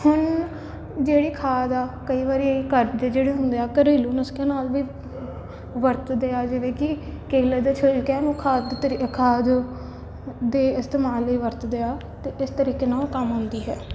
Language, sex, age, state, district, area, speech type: Punjabi, female, 18-30, Punjab, Kapurthala, urban, spontaneous